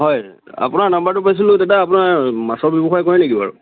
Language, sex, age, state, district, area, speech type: Assamese, male, 30-45, Assam, Lakhimpur, rural, conversation